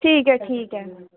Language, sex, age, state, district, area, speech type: Dogri, female, 18-30, Jammu and Kashmir, Samba, urban, conversation